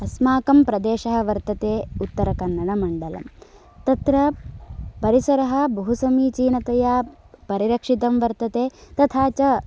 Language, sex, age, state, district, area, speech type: Sanskrit, female, 18-30, Karnataka, Uttara Kannada, urban, spontaneous